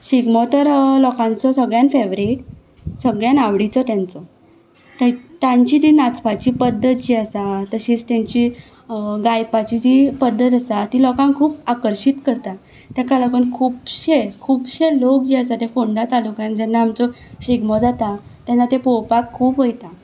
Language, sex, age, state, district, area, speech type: Goan Konkani, female, 18-30, Goa, Ponda, rural, spontaneous